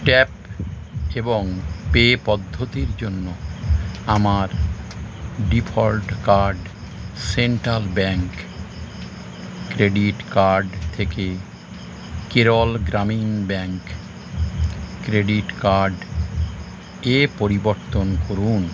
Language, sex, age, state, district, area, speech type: Bengali, male, 45-60, West Bengal, Howrah, urban, read